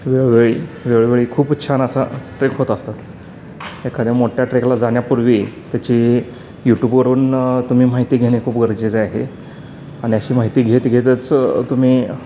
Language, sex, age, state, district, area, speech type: Marathi, male, 30-45, Maharashtra, Sangli, urban, spontaneous